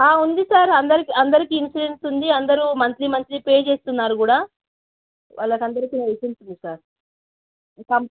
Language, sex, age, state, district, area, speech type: Telugu, female, 30-45, Andhra Pradesh, Krishna, urban, conversation